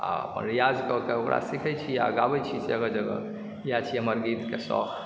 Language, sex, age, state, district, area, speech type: Maithili, male, 45-60, Bihar, Supaul, urban, spontaneous